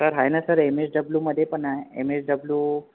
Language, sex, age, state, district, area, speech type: Marathi, male, 18-30, Maharashtra, Yavatmal, rural, conversation